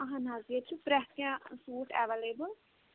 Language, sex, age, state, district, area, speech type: Kashmiri, female, 18-30, Jammu and Kashmir, Kulgam, rural, conversation